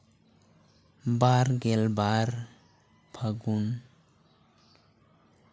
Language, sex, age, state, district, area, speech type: Santali, male, 18-30, West Bengal, Bankura, rural, spontaneous